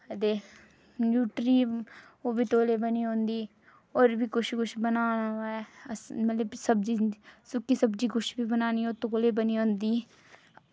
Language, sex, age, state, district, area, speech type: Dogri, female, 30-45, Jammu and Kashmir, Reasi, rural, spontaneous